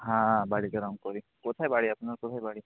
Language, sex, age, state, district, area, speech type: Bengali, male, 30-45, West Bengal, Bankura, urban, conversation